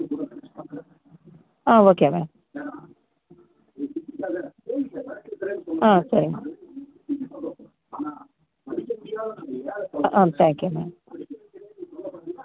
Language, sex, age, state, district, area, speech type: Tamil, female, 60+, Tamil Nadu, Tenkasi, urban, conversation